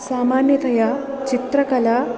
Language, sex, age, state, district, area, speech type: Sanskrit, female, 18-30, Kerala, Palakkad, urban, spontaneous